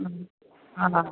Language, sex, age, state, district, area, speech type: Goan Konkani, female, 45-60, Goa, Murmgao, urban, conversation